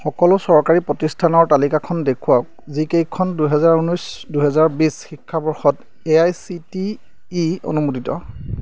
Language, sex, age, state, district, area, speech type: Assamese, male, 30-45, Assam, Majuli, urban, read